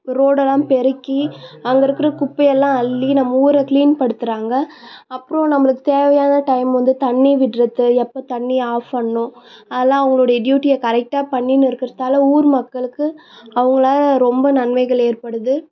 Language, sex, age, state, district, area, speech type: Tamil, female, 18-30, Tamil Nadu, Tiruvannamalai, rural, spontaneous